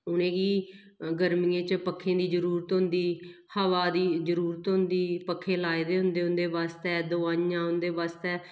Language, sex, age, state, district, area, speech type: Dogri, female, 30-45, Jammu and Kashmir, Kathua, rural, spontaneous